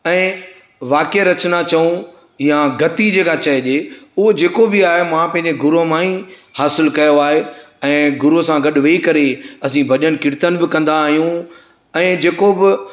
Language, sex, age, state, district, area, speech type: Sindhi, male, 60+, Gujarat, Surat, urban, spontaneous